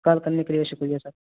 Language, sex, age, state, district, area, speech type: Urdu, male, 18-30, Uttar Pradesh, Saharanpur, urban, conversation